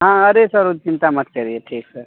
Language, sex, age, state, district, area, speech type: Hindi, male, 30-45, Uttar Pradesh, Azamgarh, rural, conversation